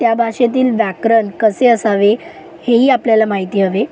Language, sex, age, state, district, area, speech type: Marathi, female, 18-30, Maharashtra, Solapur, urban, spontaneous